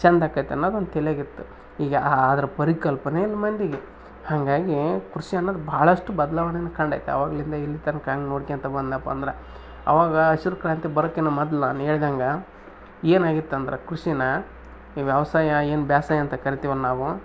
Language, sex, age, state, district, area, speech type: Kannada, male, 30-45, Karnataka, Vijayanagara, rural, spontaneous